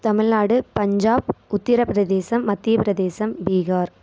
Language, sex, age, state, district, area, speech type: Tamil, female, 18-30, Tamil Nadu, Namakkal, rural, spontaneous